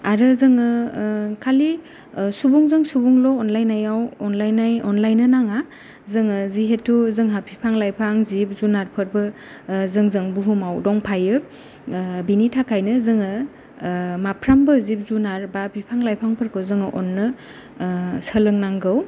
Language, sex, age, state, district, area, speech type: Bodo, female, 30-45, Assam, Kokrajhar, rural, spontaneous